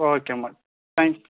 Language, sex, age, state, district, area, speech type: Tamil, male, 30-45, Tamil Nadu, Tiruvarur, rural, conversation